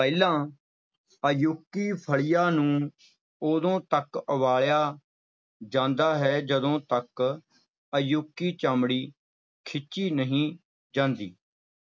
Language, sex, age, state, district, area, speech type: Punjabi, male, 30-45, Punjab, Barnala, urban, read